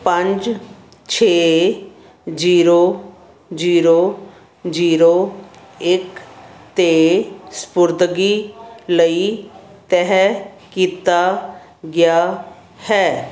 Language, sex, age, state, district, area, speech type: Punjabi, female, 60+, Punjab, Fazilka, rural, read